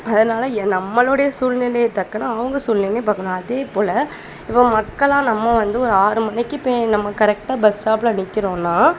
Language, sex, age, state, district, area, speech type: Tamil, female, 18-30, Tamil Nadu, Kanyakumari, rural, spontaneous